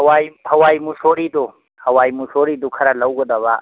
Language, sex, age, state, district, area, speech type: Manipuri, male, 45-60, Manipur, Imphal East, rural, conversation